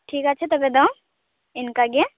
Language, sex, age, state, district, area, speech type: Santali, female, 18-30, West Bengal, Purba Bardhaman, rural, conversation